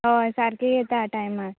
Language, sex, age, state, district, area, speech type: Goan Konkani, female, 18-30, Goa, Canacona, rural, conversation